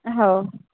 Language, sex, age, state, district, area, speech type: Marathi, female, 18-30, Maharashtra, Yavatmal, rural, conversation